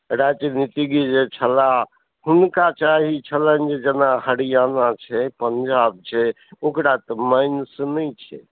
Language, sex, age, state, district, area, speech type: Maithili, male, 60+, Bihar, Purnia, urban, conversation